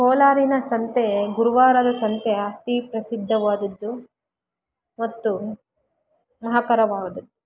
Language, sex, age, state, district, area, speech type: Kannada, female, 18-30, Karnataka, Kolar, rural, spontaneous